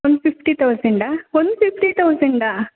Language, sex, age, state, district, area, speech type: Kannada, female, 18-30, Karnataka, Kodagu, rural, conversation